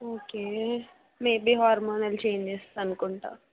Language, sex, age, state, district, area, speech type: Telugu, female, 18-30, Telangana, Nalgonda, rural, conversation